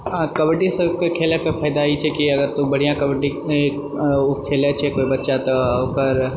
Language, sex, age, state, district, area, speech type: Maithili, male, 30-45, Bihar, Purnia, rural, spontaneous